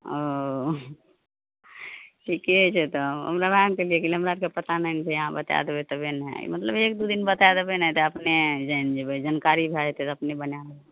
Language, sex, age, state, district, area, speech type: Maithili, female, 30-45, Bihar, Madhepura, rural, conversation